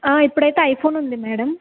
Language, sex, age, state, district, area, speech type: Telugu, female, 18-30, Telangana, Suryapet, urban, conversation